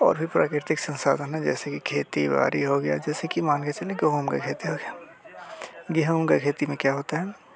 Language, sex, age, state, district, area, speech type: Hindi, male, 18-30, Bihar, Muzaffarpur, rural, spontaneous